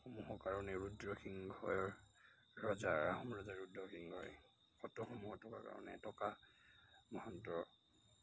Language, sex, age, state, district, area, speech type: Assamese, male, 30-45, Assam, Majuli, urban, spontaneous